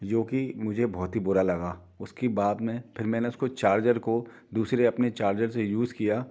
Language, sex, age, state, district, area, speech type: Hindi, male, 45-60, Madhya Pradesh, Gwalior, urban, spontaneous